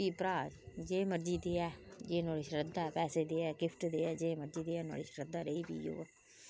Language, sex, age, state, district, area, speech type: Dogri, female, 30-45, Jammu and Kashmir, Reasi, rural, spontaneous